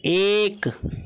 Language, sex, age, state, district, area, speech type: Hindi, male, 30-45, Uttar Pradesh, Mau, urban, read